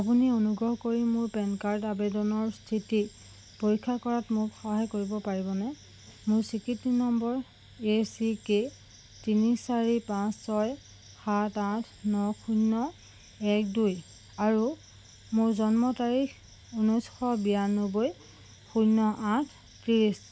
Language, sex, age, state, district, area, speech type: Assamese, female, 30-45, Assam, Jorhat, urban, read